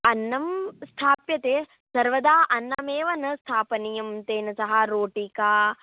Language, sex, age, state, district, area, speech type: Sanskrit, female, 18-30, Karnataka, Tumkur, urban, conversation